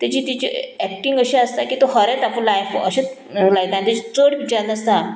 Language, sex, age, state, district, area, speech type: Goan Konkani, female, 45-60, Goa, Murmgao, rural, spontaneous